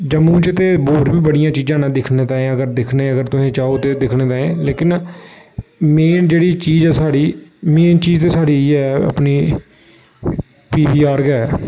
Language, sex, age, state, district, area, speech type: Dogri, male, 18-30, Jammu and Kashmir, Samba, urban, spontaneous